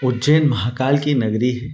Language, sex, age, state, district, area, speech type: Hindi, male, 45-60, Madhya Pradesh, Ujjain, urban, spontaneous